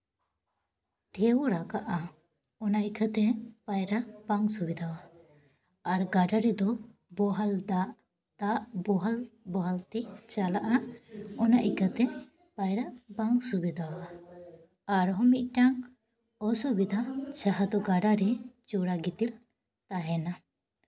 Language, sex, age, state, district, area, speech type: Santali, female, 18-30, West Bengal, Paschim Bardhaman, rural, spontaneous